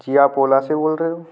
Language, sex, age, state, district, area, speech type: Hindi, male, 18-30, Madhya Pradesh, Gwalior, urban, spontaneous